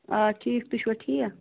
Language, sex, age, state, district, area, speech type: Kashmiri, female, 30-45, Jammu and Kashmir, Bandipora, rural, conversation